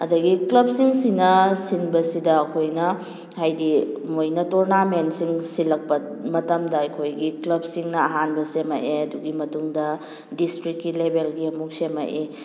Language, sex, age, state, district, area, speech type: Manipuri, female, 30-45, Manipur, Kakching, rural, spontaneous